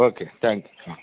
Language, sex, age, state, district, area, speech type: Kannada, male, 60+, Karnataka, Udupi, rural, conversation